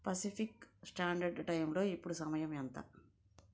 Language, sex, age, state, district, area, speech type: Telugu, female, 45-60, Andhra Pradesh, Nellore, rural, read